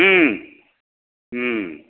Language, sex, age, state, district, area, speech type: Bodo, male, 60+, Assam, Chirang, rural, conversation